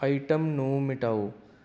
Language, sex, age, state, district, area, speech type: Punjabi, male, 30-45, Punjab, Kapurthala, urban, read